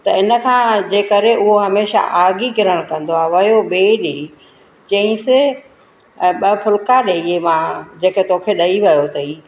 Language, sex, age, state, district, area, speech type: Sindhi, female, 45-60, Madhya Pradesh, Katni, urban, spontaneous